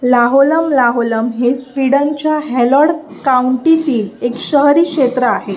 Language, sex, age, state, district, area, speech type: Marathi, female, 18-30, Maharashtra, Sindhudurg, urban, read